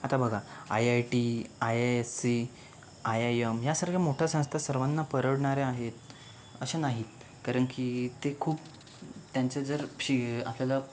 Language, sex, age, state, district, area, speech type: Marathi, male, 45-60, Maharashtra, Yavatmal, rural, spontaneous